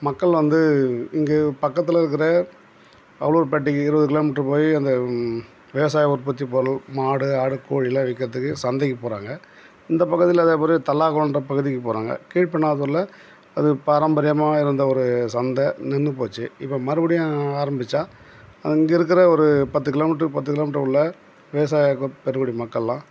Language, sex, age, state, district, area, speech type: Tamil, male, 60+, Tamil Nadu, Tiruvannamalai, rural, spontaneous